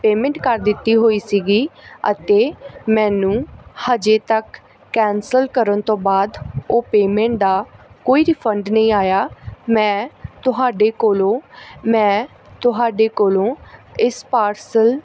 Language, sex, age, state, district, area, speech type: Punjabi, female, 18-30, Punjab, Gurdaspur, urban, spontaneous